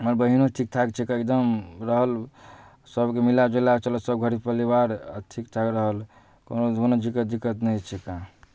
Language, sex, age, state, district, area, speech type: Maithili, male, 18-30, Bihar, Darbhanga, rural, spontaneous